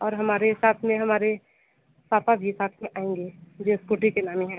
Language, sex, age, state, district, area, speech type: Hindi, female, 30-45, Uttar Pradesh, Sonbhadra, rural, conversation